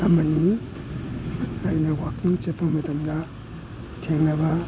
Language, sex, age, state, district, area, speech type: Manipuri, male, 60+, Manipur, Kakching, rural, spontaneous